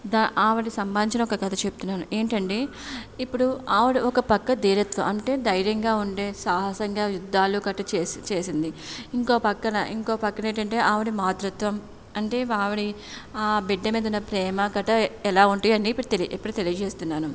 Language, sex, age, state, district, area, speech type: Telugu, female, 30-45, Andhra Pradesh, Anakapalli, urban, spontaneous